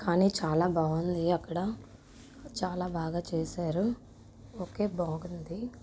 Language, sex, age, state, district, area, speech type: Telugu, female, 45-60, Telangana, Mancherial, rural, spontaneous